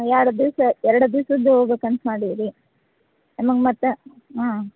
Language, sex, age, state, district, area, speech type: Kannada, female, 30-45, Karnataka, Bagalkot, rural, conversation